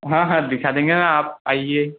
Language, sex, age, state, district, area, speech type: Hindi, male, 18-30, Madhya Pradesh, Ujjain, urban, conversation